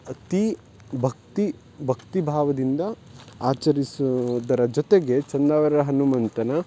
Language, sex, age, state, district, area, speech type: Kannada, male, 18-30, Karnataka, Uttara Kannada, rural, spontaneous